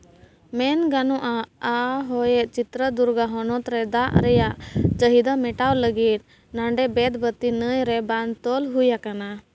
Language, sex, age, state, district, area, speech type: Santali, female, 18-30, Jharkhand, East Singhbhum, rural, read